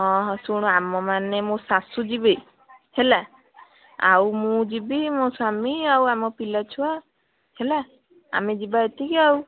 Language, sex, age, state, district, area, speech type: Odia, female, 30-45, Odisha, Bhadrak, rural, conversation